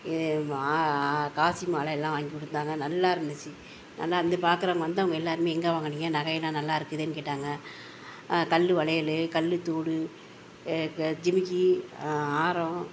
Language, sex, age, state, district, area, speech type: Tamil, female, 60+, Tamil Nadu, Mayiladuthurai, urban, spontaneous